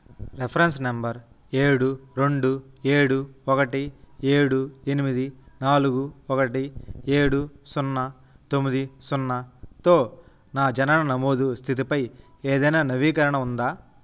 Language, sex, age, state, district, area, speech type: Telugu, male, 18-30, Andhra Pradesh, Nellore, rural, read